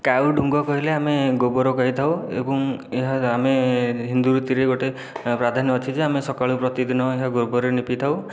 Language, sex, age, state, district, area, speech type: Odia, male, 30-45, Odisha, Khordha, rural, spontaneous